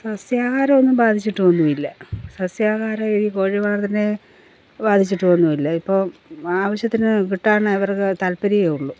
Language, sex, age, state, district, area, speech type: Malayalam, female, 45-60, Kerala, Pathanamthitta, rural, spontaneous